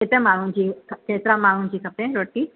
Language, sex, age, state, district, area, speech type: Sindhi, female, 45-60, Uttar Pradesh, Lucknow, rural, conversation